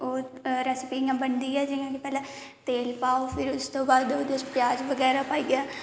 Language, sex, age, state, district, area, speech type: Dogri, female, 18-30, Jammu and Kashmir, Kathua, rural, spontaneous